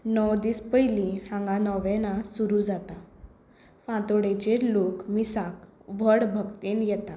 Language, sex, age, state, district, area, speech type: Goan Konkani, female, 18-30, Goa, Tiswadi, rural, spontaneous